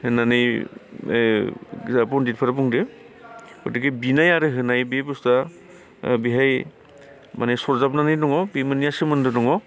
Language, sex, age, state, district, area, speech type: Bodo, male, 45-60, Assam, Baksa, urban, spontaneous